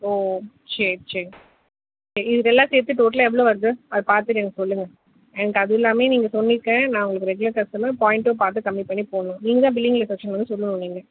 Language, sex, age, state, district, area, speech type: Tamil, female, 30-45, Tamil Nadu, Chennai, urban, conversation